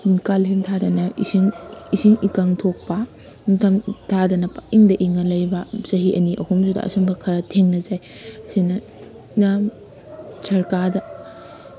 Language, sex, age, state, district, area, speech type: Manipuri, female, 18-30, Manipur, Kakching, rural, spontaneous